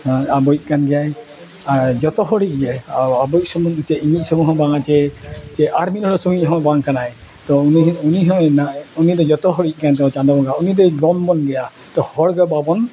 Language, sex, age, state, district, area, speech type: Santali, male, 60+, Odisha, Mayurbhanj, rural, spontaneous